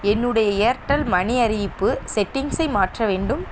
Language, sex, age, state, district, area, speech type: Tamil, female, 18-30, Tamil Nadu, Sivaganga, rural, read